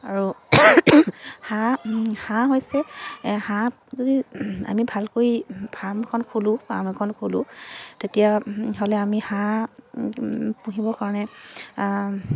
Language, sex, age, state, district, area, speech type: Assamese, female, 45-60, Assam, Dibrugarh, rural, spontaneous